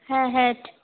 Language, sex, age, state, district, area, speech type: Bengali, female, 18-30, West Bengal, Paschim Bardhaman, rural, conversation